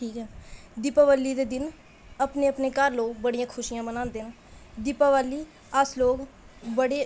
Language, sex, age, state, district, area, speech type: Dogri, female, 18-30, Jammu and Kashmir, Kathua, rural, spontaneous